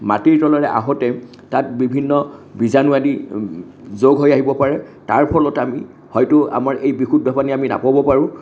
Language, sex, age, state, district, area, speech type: Assamese, male, 60+, Assam, Kamrup Metropolitan, urban, spontaneous